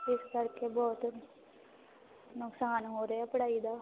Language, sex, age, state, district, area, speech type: Punjabi, female, 18-30, Punjab, Fatehgarh Sahib, rural, conversation